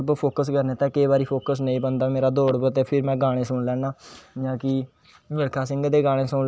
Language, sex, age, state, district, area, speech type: Dogri, male, 18-30, Jammu and Kashmir, Kathua, rural, spontaneous